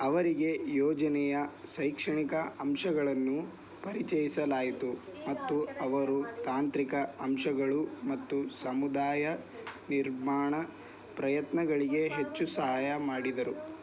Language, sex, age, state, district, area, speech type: Kannada, male, 18-30, Karnataka, Bidar, urban, read